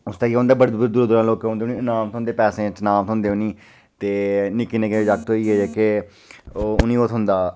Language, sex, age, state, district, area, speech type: Dogri, male, 30-45, Jammu and Kashmir, Udhampur, urban, spontaneous